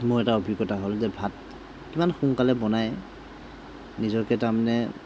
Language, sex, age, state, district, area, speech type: Assamese, male, 45-60, Assam, Morigaon, rural, spontaneous